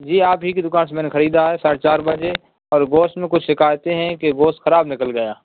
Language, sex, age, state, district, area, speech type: Urdu, male, 18-30, Uttar Pradesh, Saharanpur, urban, conversation